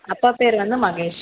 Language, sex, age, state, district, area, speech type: Tamil, female, 30-45, Tamil Nadu, Tiruvallur, urban, conversation